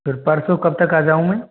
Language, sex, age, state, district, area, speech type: Hindi, male, 45-60, Rajasthan, Jodhpur, rural, conversation